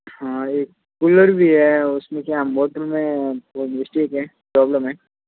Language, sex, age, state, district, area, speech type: Hindi, male, 18-30, Rajasthan, Jodhpur, rural, conversation